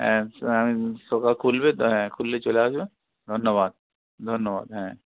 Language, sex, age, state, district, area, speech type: Bengali, male, 45-60, West Bengal, Hooghly, rural, conversation